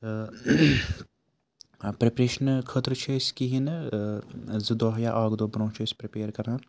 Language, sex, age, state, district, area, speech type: Kashmiri, male, 18-30, Jammu and Kashmir, Srinagar, urban, spontaneous